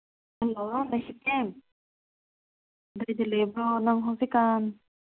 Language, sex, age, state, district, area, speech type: Manipuri, female, 18-30, Manipur, Kangpokpi, urban, conversation